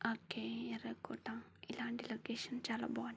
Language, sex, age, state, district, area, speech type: Telugu, female, 30-45, Telangana, Warangal, rural, spontaneous